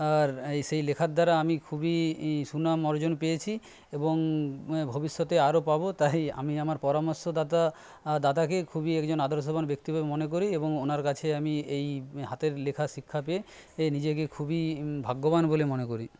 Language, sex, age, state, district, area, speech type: Bengali, male, 30-45, West Bengal, Paschim Medinipur, rural, spontaneous